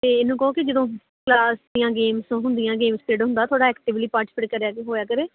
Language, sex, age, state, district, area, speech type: Punjabi, female, 30-45, Punjab, Kapurthala, rural, conversation